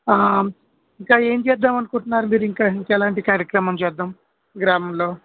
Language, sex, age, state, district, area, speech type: Telugu, male, 45-60, Andhra Pradesh, Kurnool, urban, conversation